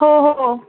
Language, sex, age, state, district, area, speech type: Marathi, female, 18-30, Maharashtra, Solapur, urban, conversation